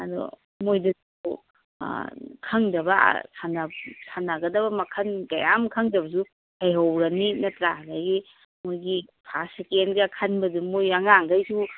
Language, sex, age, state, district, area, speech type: Manipuri, female, 45-60, Manipur, Kangpokpi, urban, conversation